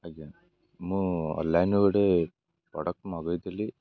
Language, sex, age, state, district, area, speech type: Odia, male, 18-30, Odisha, Jagatsinghpur, rural, spontaneous